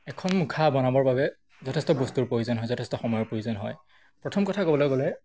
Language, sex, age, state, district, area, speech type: Assamese, male, 18-30, Assam, Majuli, urban, spontaneous